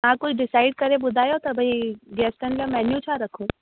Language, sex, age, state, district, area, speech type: Sindhi, female, 18-30, Rajasthan, Ajmer, urban, conversation